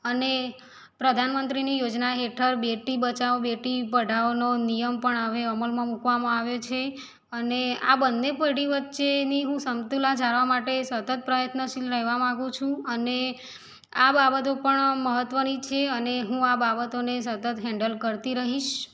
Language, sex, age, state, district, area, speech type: Gujarati, female, 45-60, Gujarat, Mehsana, rural, spontaneous